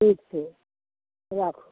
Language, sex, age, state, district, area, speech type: Maithili, female, 45-60, Bihar, Madhepura, rural, conversation